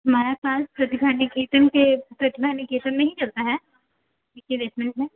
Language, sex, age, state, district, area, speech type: Hindi, female, 18-30, Uttar Pradesh, Azamgarh, rural, conversation